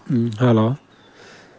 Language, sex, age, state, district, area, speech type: Manipuri, male, 18-30, Manipur, Tengnoupal, rural, spontaneous